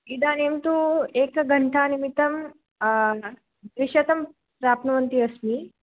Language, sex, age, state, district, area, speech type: Sanskrit, female, 18-30, Tamil Nadu, Madurai, urban, conversation